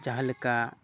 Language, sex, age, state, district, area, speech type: Santali, male, 30-45, Jharkhand, East Singhbhum, rural, spontaneous